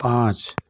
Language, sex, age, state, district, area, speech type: Hindi, male, 60+, Uttar Pradesh, Chandauli, rural, read